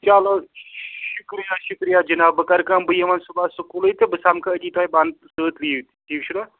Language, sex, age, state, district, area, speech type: Kashmiri, male, 30-45, Jammu and Kashmir, Srinagar, urban, conversation